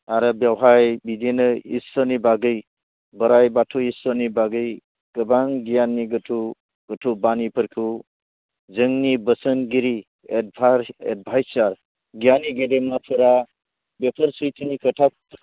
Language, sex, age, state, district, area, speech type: Bodo, male, 60+, Assam, Baksa, rural, conversation